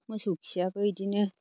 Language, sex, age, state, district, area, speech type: Bodo, female, 30-45, Assam, Baksa, rural, spontaneous